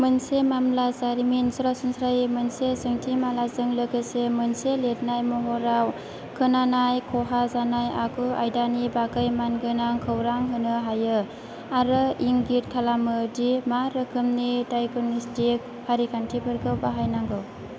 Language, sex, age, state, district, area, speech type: Bodo, female, 18-30, Assam, Chirang, rural, read